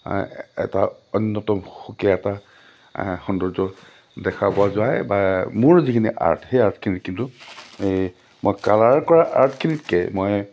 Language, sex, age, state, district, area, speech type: Assamese, male, 45-60, Assam, Lakhimpur, urban, spontaneous